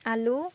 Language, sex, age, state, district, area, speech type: Assamese, female, 18-30, Assam, Darrang, rural, spontaneous